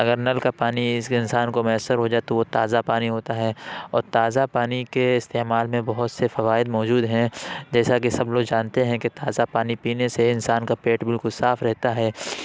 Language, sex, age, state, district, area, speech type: Urdu, male, 30-45, Uttar Pradesh, Lucknow, urban, spontaneous